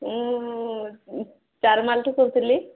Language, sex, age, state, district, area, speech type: Odia, female, 30-45, Odisha, Sambalpur, rural, conversation